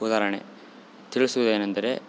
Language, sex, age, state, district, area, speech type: Kannada, male, 18-30, Karnataka, Bellary, rural, spontaneous